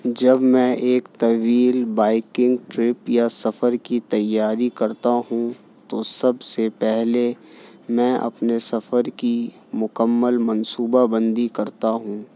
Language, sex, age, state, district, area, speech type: Urdu, male, 30-45, Delhi, New Delhi, urban, spontaneous